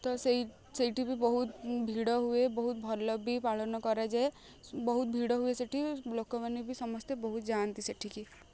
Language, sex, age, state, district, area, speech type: Odia, female, 18-30, Odisha, Kendujhar, urban, spontaneous